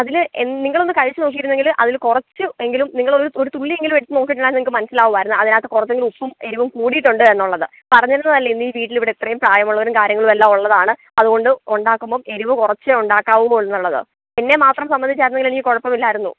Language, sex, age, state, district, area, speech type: Malayalam, male, 18-30, Kerala, Alappuzha, rural, conversation